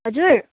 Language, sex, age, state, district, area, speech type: Nepali, female, 18-30, West Bengal, Kalimpong, rural, conversation